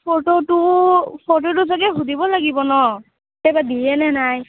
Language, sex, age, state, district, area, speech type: Assamese, female, 18-30, Assam, Kamrup Metropolitan, rural, conversation